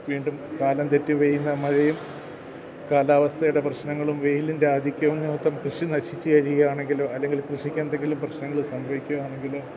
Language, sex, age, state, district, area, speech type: Malayalam, male, 45-60, Kerala, Kottayam, urban, spontaneous